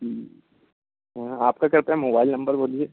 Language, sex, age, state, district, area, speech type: Hindi, male, 18-30, Madhya Pradesh, Harda, urban, conversation